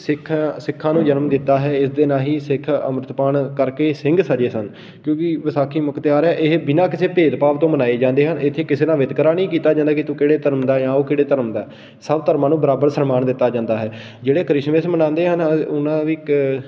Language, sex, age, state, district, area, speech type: Punjabi, male, 18-30, Punjab, Patiala, rural, spontaneous